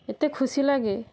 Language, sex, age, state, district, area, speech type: Odia, female, 18-30, Odisha, Balasore, rural, spontaneous